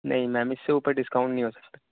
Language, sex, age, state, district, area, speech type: Urdu, male, 18-30, Delhi, North West Delhi, urban, conversation